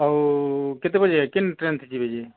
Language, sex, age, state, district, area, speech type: Odia, male, 45-60, Odisha, Nuapada, urban, conversation